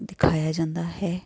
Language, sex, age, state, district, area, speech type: Punjabi, female, 45-60, Punjab, Amritsar, urban, spontaneous